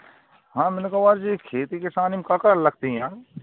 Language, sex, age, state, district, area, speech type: Hindi, male, 45-60, Madhya Pradesh, Seoni, urban, conversation